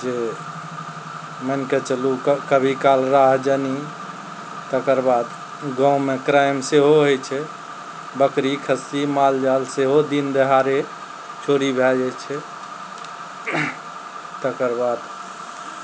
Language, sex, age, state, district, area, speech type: Maithili, male, 45-60, Bihar, Araria, rural, spontaneous